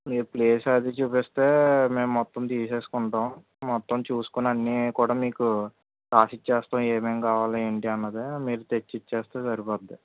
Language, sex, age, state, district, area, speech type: Telugu, male, 18-30, Andhra Pradesh, Eluru, rural, conversation